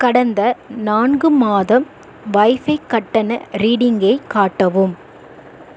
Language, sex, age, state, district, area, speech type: Tamil, female, 18-30, Tamil Nadu, Dharmapuri, urban, read